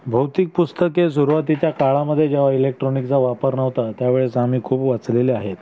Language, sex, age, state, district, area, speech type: Marathi, male, 30-45, Maharashtra, Thane, urban, spontaneous